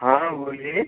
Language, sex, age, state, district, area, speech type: Hindi, male, 18-30, Uttar Pradesh, Ghazipur, rural, conversation